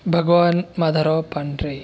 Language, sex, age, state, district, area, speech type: Marathi, male, 30-45, Maharashtra, Aurangabad, rural, spontaneous